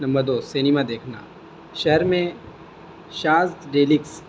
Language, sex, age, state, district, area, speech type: Urdu, male, 30-45, Uttar Pradesh, Azamgarh, rural, spontaneous